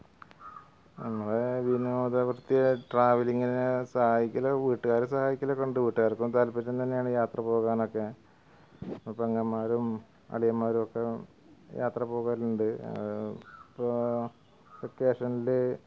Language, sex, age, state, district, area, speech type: Malayalam, male, 45-60, Kerala, Malappuram, rural, spontaneous